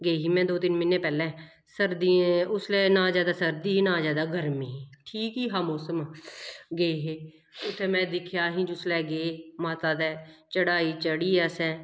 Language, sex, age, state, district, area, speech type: Dogri, female, 30-45, Jammu and Kashmir, Kathua, rural, spontaneous